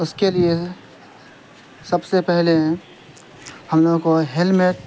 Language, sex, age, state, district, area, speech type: Urdu, male, 18-30, Bihar, Saharsa, rural, spontaneous